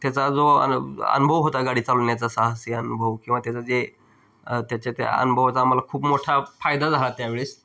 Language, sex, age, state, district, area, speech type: Marathi, male, 30-45, Maharashtra, Osmanabad, rural, spontaneous